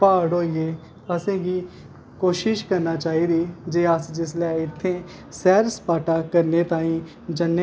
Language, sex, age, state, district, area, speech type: Dogri, male, 18-30, Jammu and Kashmir, Kathua, rural, spontaneous